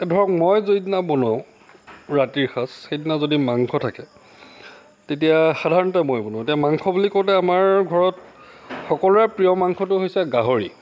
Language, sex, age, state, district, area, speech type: Assamese, male, 45-60, Assam, Lakhimpur, rural, spontaneous